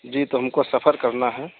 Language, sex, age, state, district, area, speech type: Urdu, male, 18-30, Uttar Pradesh, Saharanpur, urban, conversation